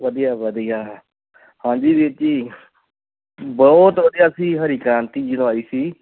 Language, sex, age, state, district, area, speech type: Punjabi, male, 30-45, Punjab, Tarn Taran, rural, conversation